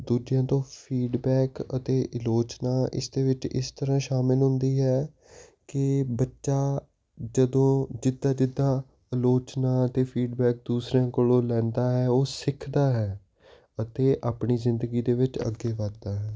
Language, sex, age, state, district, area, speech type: Punjabi, male, 18-30, Punjab, Hoshiarpur, urban, spontaneous